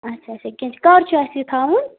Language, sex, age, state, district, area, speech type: Kashmiri, female, 30-45, Jammu and Kashmir, Ganderbal, rural, conversation